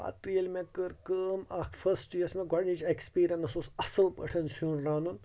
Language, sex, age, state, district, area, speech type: Kashmiri, male, 30-45, Jammu and Kashmir, Srinagar, urban, spontaneous